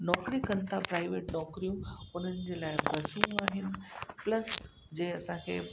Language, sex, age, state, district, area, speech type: Sindhi, female, 45-60, Gujarat, Kutch, urban, spontaneous